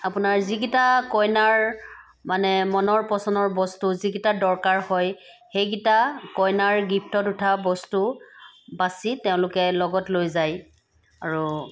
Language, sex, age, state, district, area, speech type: Assamese, female, 45-60, Assam, Sivasagar, rural, spontaneous